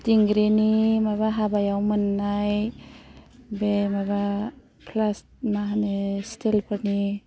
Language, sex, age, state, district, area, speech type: Bodo, female, 60+, Assam, Kokrajhar, urban, spontaneous